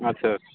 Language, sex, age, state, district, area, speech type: Maithili, male, 30-45, Bihar, Sitamarhi, urban, conversation